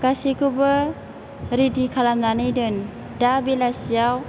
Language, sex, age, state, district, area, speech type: Bodo, female, 18-30, Assam, Chirang, rural, spontaneous